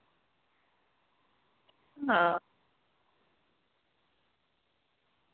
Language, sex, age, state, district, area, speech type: Dogri, female, 18-30, Jammu and Kashmir, Udhampur, rural, conversation